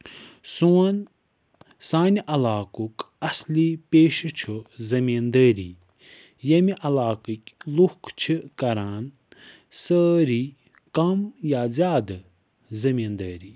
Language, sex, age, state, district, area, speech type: Kashmiri, male, 45-60, Jammu and Kashmir, Budgam, rural, spontaneous